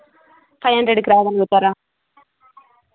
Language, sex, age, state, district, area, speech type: Telugu, female, 30-45, Telangana, Warangal, rural, conversation